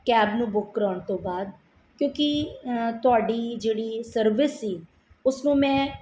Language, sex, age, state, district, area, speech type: Punjabi, female, 45-60, Punjab, Mansa, urban, spontaneous